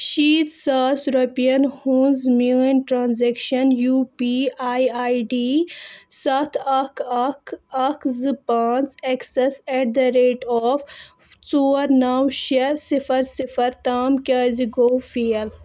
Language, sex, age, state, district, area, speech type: Kashmiri, female, 18-30, Jammu and Kashmir, Budgam, rural, read